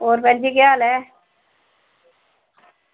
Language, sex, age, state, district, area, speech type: Dogri, female, 45-60, Jammu and Kashmir, Udhampur, rural, conversation